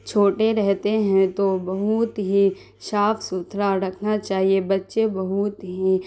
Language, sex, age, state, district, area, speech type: Urdu, female, 30-45, Bihar, Darbhanga, rural, spontaneous